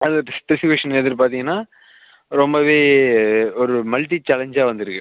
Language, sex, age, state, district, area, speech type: Tamil, male, 18-30, Tamil Nadu, Viluppuram, urban, conversation